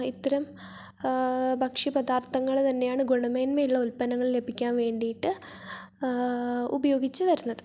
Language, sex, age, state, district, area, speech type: Malayalam, female, 18-30, Kerala, Wayanad, rural, spontaneous